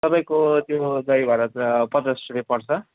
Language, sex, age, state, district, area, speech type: Nepali, male, 30-45, West Bengal, Jalpaiguri, rural, conversation